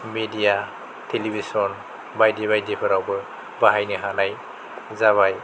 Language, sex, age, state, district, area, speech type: Bodo, male, 30-45, Assam, Kokrajhar, rural, spontaneous